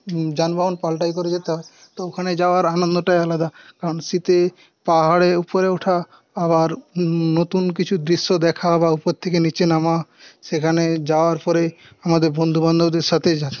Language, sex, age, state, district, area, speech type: Bengali, male, 30-45, West Bengal, Paschim Medinipur, rural, spontaneous